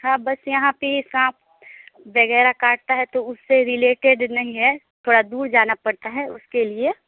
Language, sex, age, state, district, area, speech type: Hindi, female, 18-30, Bihar, Samastipur, rural, conversation